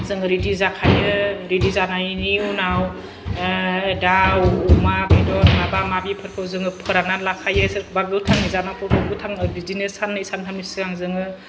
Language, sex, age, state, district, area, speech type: Bodo, female, 30-45, Assam, Chirang, urban, spontaneous